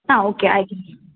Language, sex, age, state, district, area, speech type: Malayalam, female, 18-30, Kerala, Palakkad, rural, conversation